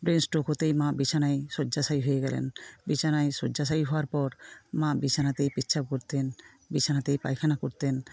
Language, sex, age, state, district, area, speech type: Bengali, female, 60+, West Bengal, Paschim Medinipur, rural, spontaneous